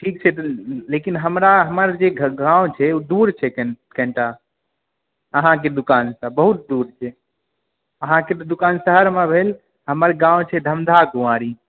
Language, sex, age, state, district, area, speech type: Maithili, male, 18-30, Bihar, Purnia, urban, conversation